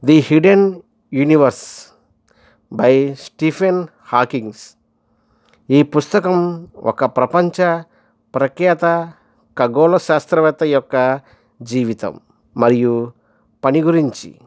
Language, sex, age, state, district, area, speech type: Telugu, male, 45-60, Andhra Pradesh, East Godavari, rural, spontaneous